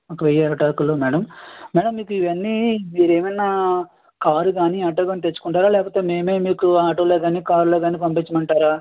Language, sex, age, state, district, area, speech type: Telugu, male, 18-30, Andhra Pradesh, East Godavari, rural, conversation